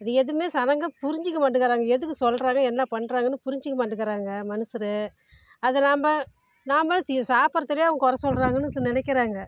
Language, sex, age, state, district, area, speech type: Tamil, female, 30-45, Tamil Nadu, Salem, rural, spontaneous